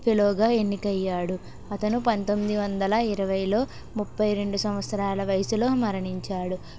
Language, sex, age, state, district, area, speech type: Telugu, male, 45-60, Andhra Pradesh, West Godavari, rural, spontaneous